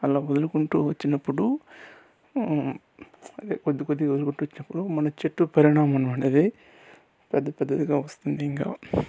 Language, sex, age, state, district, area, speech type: Telugu, male, 18-30, Andhra Pradesh, Sri Balaji, rural, spontaneous